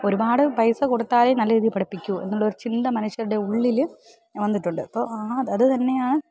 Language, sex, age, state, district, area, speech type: Malayalam, female, 30-45, Kerala, Thiruvananthapuram, urban, spontaneous